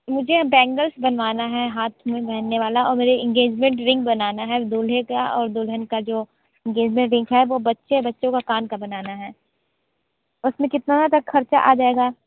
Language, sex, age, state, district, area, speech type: Hindi, female, 30-45, Uttar Pradesh, Sonbhadra, rural, conversation